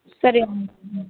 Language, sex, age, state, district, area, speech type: Kannada, female, 18-30, Karnataka, Davanagere, rural, conversation